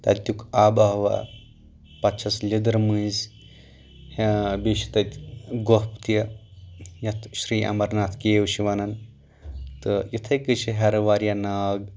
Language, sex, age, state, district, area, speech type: Kashmiri, male, 18-30, Jammu and Kashmir, Anantnag, urban, spontaneous